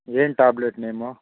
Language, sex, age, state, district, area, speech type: Kannada, male, 30-45, Karnataka, Mandya, rural, conversation